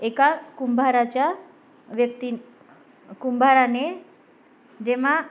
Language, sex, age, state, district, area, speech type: Marathi, female, 45-60, Maharashtra, Nanded, rural, spontaneous